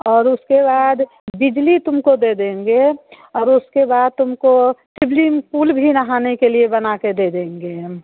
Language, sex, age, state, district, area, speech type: Hindi, female, 30-45, Bihar, Muzaffarpur, rural, conversation